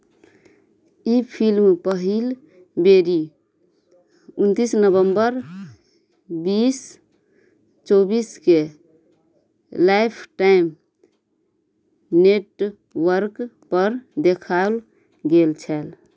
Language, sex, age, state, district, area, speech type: Maithili, female, 30-45, Bihar, Madhubani, rural, read